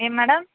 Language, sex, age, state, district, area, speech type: Telugu, female, 18-30, Andhra Pradesh, Sri Balaji, rural, conversation